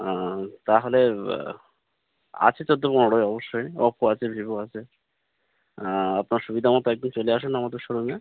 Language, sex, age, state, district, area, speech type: Bengali, male, 18-30, West Bengal, Birbhum, urban, conversation